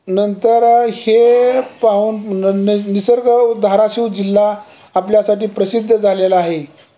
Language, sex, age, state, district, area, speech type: Marathi, male, 60+, Maharashtra, Osmanabad, rural, spontaneous